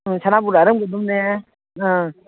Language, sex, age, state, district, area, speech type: Manipuri, female, 60+, Manipur, Imphal East, rural, conversation